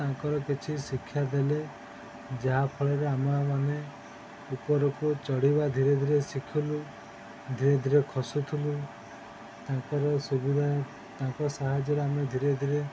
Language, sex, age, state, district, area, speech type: Odia, male, 30-45, Odisha, Sundergarh, urban, spontaneous